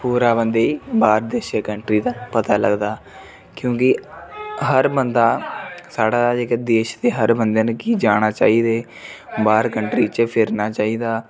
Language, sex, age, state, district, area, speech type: Dogri, male, 30-45, Jammu and Kashmir, Reasi, rural, spontaneous